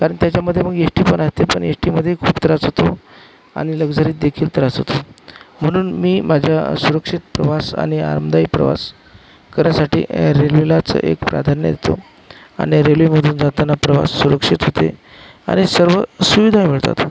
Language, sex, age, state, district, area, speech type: Marathi, male, 45-60, Maharashtra, Akola, rural, spontaneous